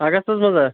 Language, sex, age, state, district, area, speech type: Kashmiri, male, 30-45, Jammu and Kashmir, Anantnag, rural, conversation